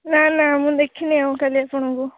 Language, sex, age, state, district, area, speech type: Odia, female, 18-30, Odisha, Jagatsinghpur, rural, conversation